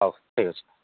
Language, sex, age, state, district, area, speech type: Odia, male, 45-60, Odisha, Nabarangpur, rural, conversation